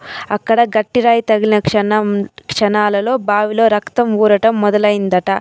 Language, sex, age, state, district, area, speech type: Telugu, female, 30-45, Andhra Pradesh, Chittoor, urban, spontaneous